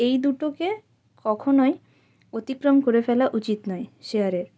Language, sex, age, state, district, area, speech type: Bengali, female, 18-30, West Bengal, North 24 Parganas, rural, spontaneous